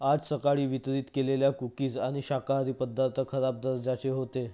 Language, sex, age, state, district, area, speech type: Marathi, male, 45-60, Maharashtra, Nagpur, urban, read